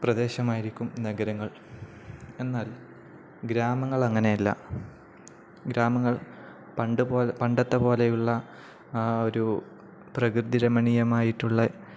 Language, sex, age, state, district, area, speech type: Malayalam, male, 18-30, Kerala, Kozhikode, rural, spontaneous